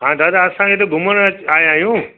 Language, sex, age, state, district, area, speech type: Sindhi, male, 60+, Gujarat, Kutch, urban, conversation